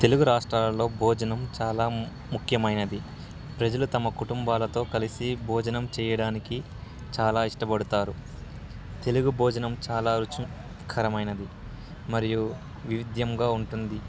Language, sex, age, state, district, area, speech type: Telugu, male, 18-30, Andhra Pradesh, Sri Satya Sai, rural, spontaneous